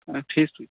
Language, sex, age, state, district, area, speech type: Hindi, male, 18-30, Uttar Pradesh, Sonbhadra, rural, conversation